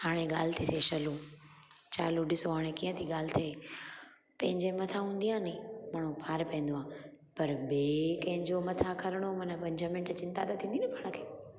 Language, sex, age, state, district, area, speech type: Sindhi, female, 30-45, Gujarat, Junagadh, urban, spontaneous